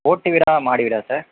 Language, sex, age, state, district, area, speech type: Tamil, male, 30-45, Tamil Nadu, Tiruvarur, rural, conversation